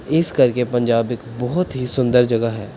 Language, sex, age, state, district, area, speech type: Punjabi, male, 18-30, Punjab, Pathankot, urban, spontaneous